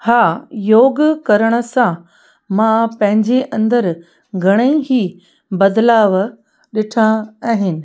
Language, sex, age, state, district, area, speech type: Sindhi, female, 30-45, Gujarat, Kutch, rural, spontaneous